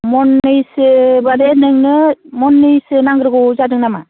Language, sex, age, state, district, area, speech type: Bodo, female, 45-60, Assam, Udalguri, urban, conversation